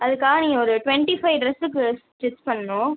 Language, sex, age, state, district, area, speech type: Tamil, female, 18-30, Tamil Nadu, Pudukkottai, rural, conversation